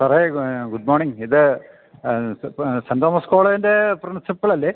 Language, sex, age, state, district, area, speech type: Malayalam, male, 60+, Kerala, Idukki, rural, conversation